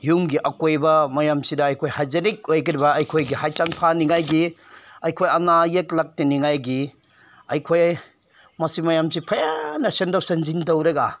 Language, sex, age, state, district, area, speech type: Manipuri, male, 60+, Manipur, Senapati, urban, spontaneous